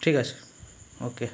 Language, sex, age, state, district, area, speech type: Bengali, male, 30-45, West Bengal, Howrah, urban, spontaneous